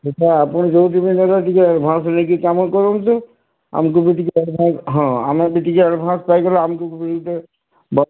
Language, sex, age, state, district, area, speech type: Odia, male, 60+, Odisha, Sundergarh, rural, conversation